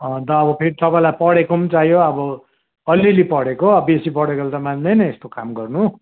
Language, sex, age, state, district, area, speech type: Nepali, male, 60+, West Bengal, Kalimpong, rural, conversation